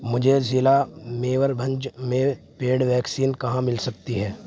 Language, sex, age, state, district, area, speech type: Urdu, male, 18-30, Uttar Pradesh, Saharanpur, urban, read